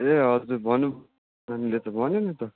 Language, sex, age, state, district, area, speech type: Nepali, male, 18-30, West Bengal, Darjeeling, rural, conversation